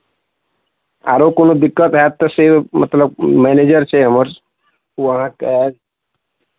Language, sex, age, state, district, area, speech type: Maithili, male, 60+, Bihar, Araria, rural, conversation